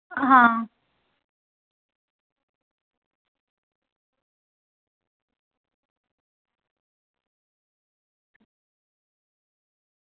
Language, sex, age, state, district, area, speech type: Dogri, female, 18-30, Jammu and Kashmir, Reasi, rural, conversation